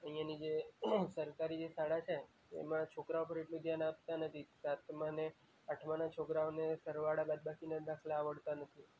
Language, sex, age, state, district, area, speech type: Gujarati, male, 18-30, Gujarat, Valsad, rural, spontaneous